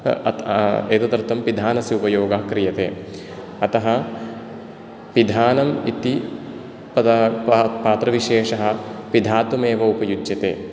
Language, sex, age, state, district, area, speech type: Sanskrit, male, 18-30, Kerala, Ernakulam, urban, spontaneous